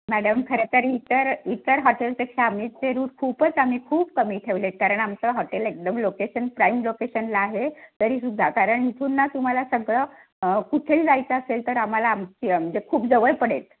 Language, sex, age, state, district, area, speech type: Marathi, female, 60+, Maharashtra, Sangli, urban, conversation